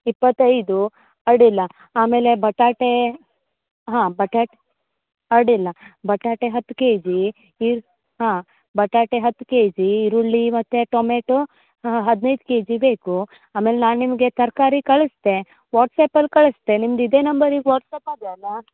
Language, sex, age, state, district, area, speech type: Kannada, female, 18-30, Karnataka, Uttara Kannada, rural, conversation